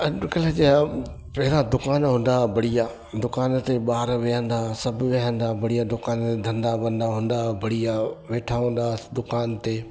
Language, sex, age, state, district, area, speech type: Sindhi, male, 30-45, Madhya Pradesh, Katni, rural, spontaneous